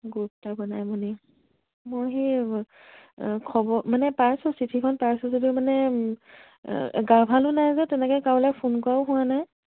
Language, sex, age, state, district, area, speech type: Assamese, female, 18-30, Assam, Lakhimpur, rural, conversation